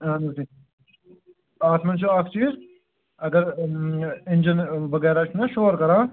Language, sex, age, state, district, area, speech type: Kashmiri, male, 30-45, Jammu and Kashmir, Srinagar, rural, conversation